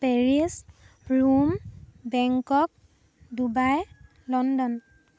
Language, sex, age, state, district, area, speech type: Assamese, female, 18-30, Assam, Dhemaji, rural, spontaneous